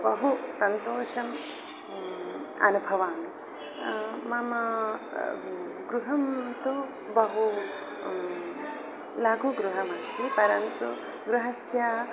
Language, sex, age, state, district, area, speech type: Sanskrit, female, 60+, Telangana, Peddapalli, urban, spontaneous